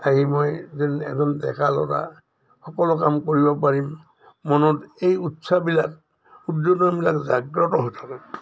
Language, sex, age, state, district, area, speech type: Assamese, male, 60+, Assam, Udalguri, rural, spontaneous